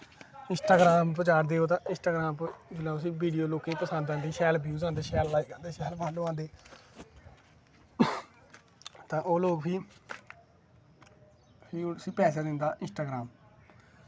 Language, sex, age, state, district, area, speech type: Dogri, male, 18-30, Jammu and Kashmir, Kathua, rural, spontaneous